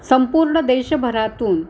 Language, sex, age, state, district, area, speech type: Marathi, female, 60+, Maharashtra, Nanded, urban, spontaneous